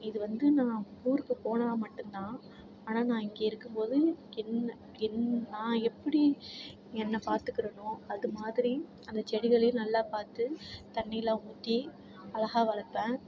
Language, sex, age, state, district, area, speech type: Tamil, female, 30-45, Tamil Nadu, Tiruvarur, rural, spontaneous